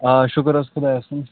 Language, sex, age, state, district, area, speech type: Kashmiri, male, 45-60, Jammu and Kashmir, Srinagar, urban, conversation